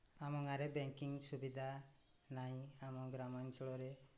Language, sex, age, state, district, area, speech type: Odia, male, 45-60, Odisha, Mayurbhanj, rural, spontaneous